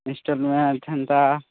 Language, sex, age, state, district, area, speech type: Odia, male, 18-30, Odisha, Subarnapur, urban, conversation